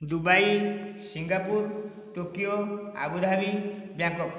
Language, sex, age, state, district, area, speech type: Odia, male, 60+, Odisha, Nayagarh, rural, spontaneous